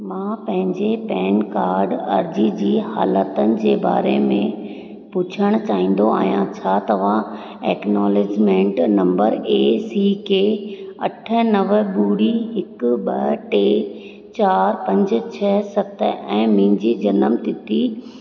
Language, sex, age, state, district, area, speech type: Sindhi, female, 30-45, Rajasthan, Ajmer, urban, read